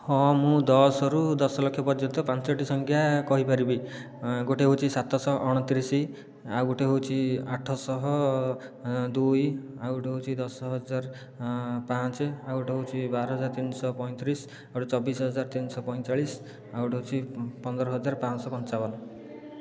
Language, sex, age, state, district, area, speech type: Odia, male, 30-45, Odisha, Khordha, rural, spontaneous